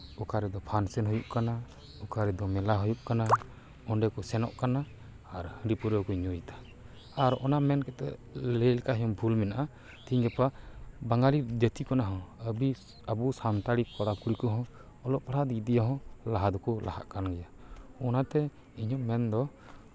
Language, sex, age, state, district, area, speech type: Santali, male, 30-45, West Bengal, Purba Bardhaman, rural, spontaneous